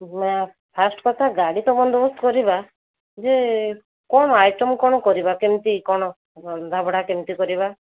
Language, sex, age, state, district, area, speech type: Odia, female, 30-45, Odisha, Sundergarh, urban, conversation